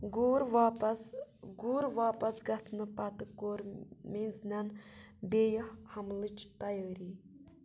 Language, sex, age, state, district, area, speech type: Kashmiri, female, 30-45, Jammu and Kashmir, Budgam, rural, read